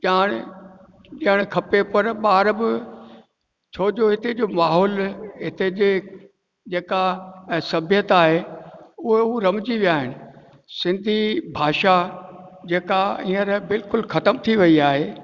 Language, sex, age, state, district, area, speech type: Sindhi, male, 60+, Rajasthan, Ajmer, urban, spontaneous